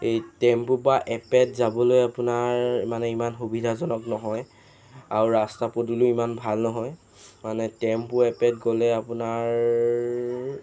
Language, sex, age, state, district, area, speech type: Assamese, male, 18-30, Assam, Jorhat, urban, spontaneous